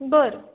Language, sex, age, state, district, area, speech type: Marathi, female, 30-45, Maharashtra, Kolhapur, urban, conversation